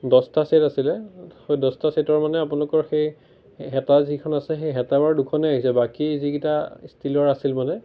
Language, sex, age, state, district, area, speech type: Assamese, male, 18-30, Assam, Biswanath, rural, spontaneous